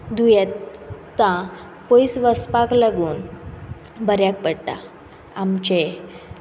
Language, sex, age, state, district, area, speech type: Goan Konkani, female, 18-30, Goa, Quepem, rural, spontaneous